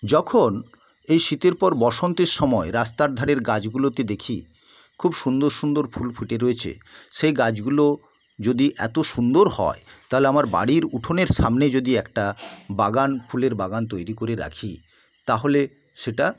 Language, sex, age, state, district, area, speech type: Bengali, male, 60+, West Bengal, South 24 Parganas, rural, spontaneous